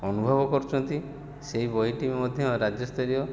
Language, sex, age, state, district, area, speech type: Odia, male, 45-60, Odisha, Jajpur, rural, spontaneous